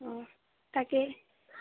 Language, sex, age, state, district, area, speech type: Assamese, female, 18-30, Assam, Sivasagar, urban, conversation